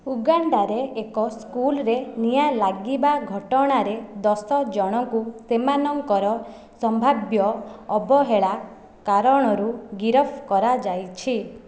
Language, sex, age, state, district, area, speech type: Odia, female, 18-30, Odisha, Khordha, rural, read